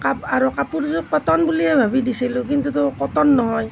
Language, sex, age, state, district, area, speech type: Assamese, female, 60+, Assam, Nalbari, rural, spontaneous